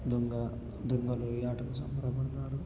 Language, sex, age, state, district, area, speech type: Telugu, male, 18-30, Telangana, Nalgonda, urban, spontaneous